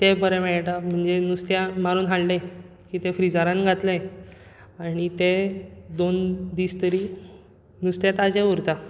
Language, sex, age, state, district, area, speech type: Goan Konkani, male, 18-30, Goa, Bardez, rural, spontaneous